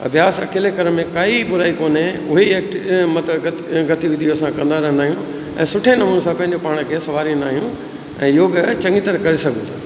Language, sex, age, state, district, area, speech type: Sindhi, male, 60+, Rajasthan, Ajmer, urban, spontaneous